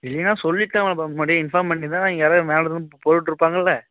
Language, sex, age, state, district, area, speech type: Tamil, male, 18-30, Tamil Nadu, Coimbatore, rural, conversation